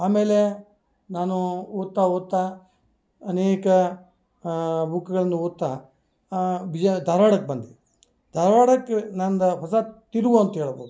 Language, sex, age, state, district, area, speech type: Kannada, male, 60+, Karnataka, Dharwad, rural, spontaneous